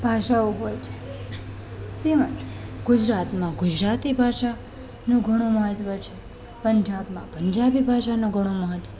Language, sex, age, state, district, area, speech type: Gujarati, female, 30-45, Gujarat, Rajkot, urban, spontaneous